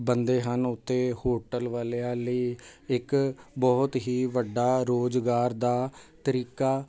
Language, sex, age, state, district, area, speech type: Punjabi, male, 30-45, Punjab, Jalandhar, urban, spontaneous